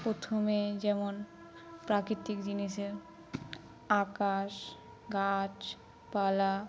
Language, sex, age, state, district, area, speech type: Bengali, female, 18-30, West Bengal, Howrah, urban, spontaneous